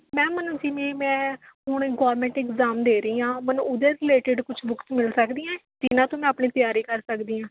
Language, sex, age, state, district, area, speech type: Punjabi, female, 18-30, Punjab, Mohali, rural, conversation